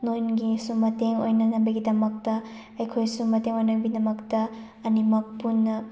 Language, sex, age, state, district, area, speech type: Manipuri, female, 30-45, Manipur, Chandel, rural, spontaneous